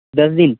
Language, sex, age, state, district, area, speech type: Urdu, male, 18-30, Delhi, East Delhi, urban, conversation